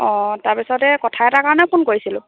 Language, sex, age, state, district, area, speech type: Assamese, female, 18-30, Assam, Lakhimpur, rural, conversation